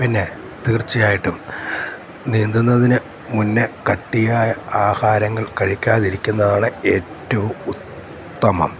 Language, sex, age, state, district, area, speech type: Malayalam, male, 45-60, Kerala, Kottayam, urban, spontaneous